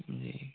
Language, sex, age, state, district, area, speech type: Hindi, male, 45-60, Rajasthan, Jodhpur, rural, conversation